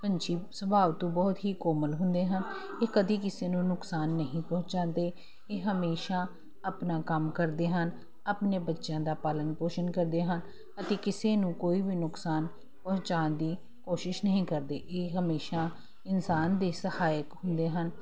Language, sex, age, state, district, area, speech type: Punjabi, female, 45-60, Punjab, Kapurthala, urban, spontaneous